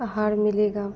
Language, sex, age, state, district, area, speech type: Hindi, female, 18-30, Bihar, Madhepura, rural, spontaneous